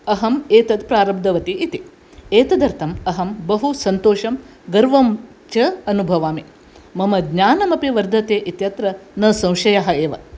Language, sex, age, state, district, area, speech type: Sanskrit, female, 60+, Karnataka, Dakshina Kannada, urban, spontaneous